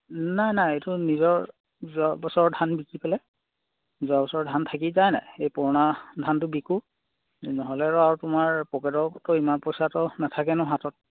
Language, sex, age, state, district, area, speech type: Assamese, male, 18-30, Assam, Charaideo, rural, conversation